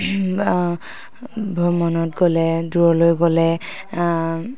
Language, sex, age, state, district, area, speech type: Assamese, female, 18-30, Assam, Dhemaji, urban, spontaneous